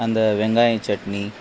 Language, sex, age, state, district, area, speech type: Tamil, male, 30-45, Tamil Nadu, Krishnagiri, rural, spontaneous